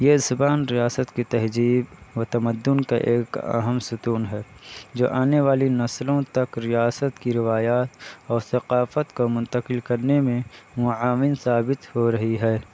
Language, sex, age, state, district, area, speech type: Urdu, male, 18-30, Uttar Pradesh, Balrampur, rural, spontaneous